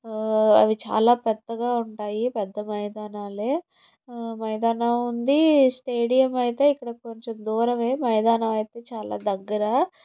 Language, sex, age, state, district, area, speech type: Telugu, female, 18-30, Andhra Pradesh, Palnadu, rural, spontaneous